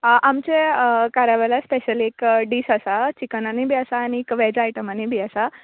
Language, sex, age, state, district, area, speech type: Goan Konkani, female, 18-30, Goa, Quepem, rural, conversation